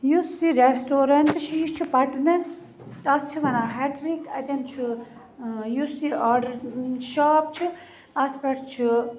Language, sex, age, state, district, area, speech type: Kashmiri, female, 30-45, Jammu and Kashmir, Baramulla, rural, spontaneous